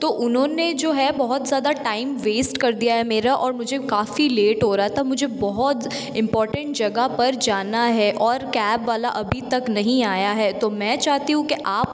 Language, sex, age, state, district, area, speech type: Hindi, female, 18-30, Rajasthan, Jodhpur, urban, spontaneous